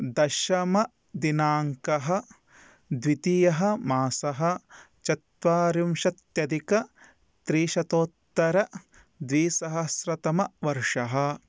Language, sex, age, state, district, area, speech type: Sanskrit, male, 30-45, Karnataka, Bidar, urban, spontaneous